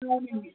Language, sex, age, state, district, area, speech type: Telugu, female, 60+, Andhra Pradesh, East Godavari, rural, conversation